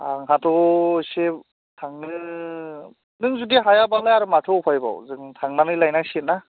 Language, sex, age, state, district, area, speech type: Bodo, male, 18-30, Assam, Chirang, rural, conversation